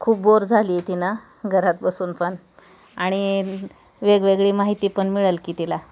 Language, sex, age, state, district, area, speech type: Marathi, female, 30-45, Maharashtra, Osmanabad, rural, spontaneous